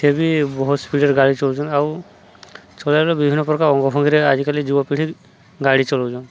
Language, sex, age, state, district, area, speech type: Odia, male, 30-45, Odisha, Subarnapur, urban, spontaneous